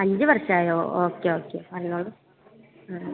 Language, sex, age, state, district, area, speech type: Malayalam, female, 18-30, Kerala, Kasaragod, rural, conversation